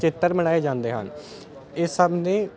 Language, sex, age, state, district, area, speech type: Punjabi, male, 18-30, Punjab, Ludhiana, urban, spontaneous